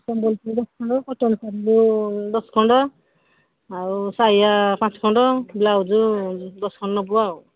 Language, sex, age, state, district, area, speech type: Odia, female, 60+, Odisha, Angul, rural, conversation